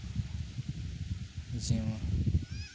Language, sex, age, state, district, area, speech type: Santali, male, 30-45, Jharkhand, East Singhbhum, rural, spontaneous